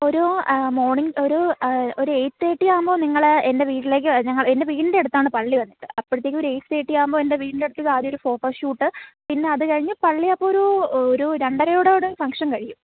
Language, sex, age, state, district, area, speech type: Malayalam, female, 18-30, Kerala, Thiruvananthapuram, rural, conversation